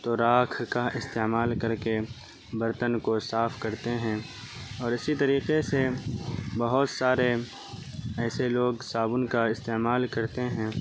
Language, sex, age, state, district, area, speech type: Urdu, male, 18-30, Bihar, Saharsa, rural, spontaneous